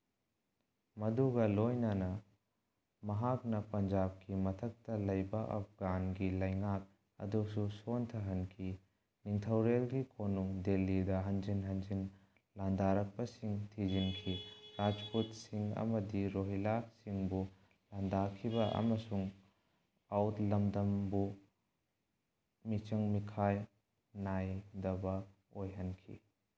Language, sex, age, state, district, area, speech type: Manipuri, male, 18-30, Manipur, Bishnupur, rural, read